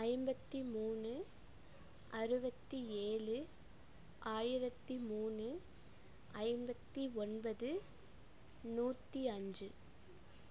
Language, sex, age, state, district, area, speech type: Tamil, female, 18-30, Tamil Nadu, Coimbatore, rural, spontaneous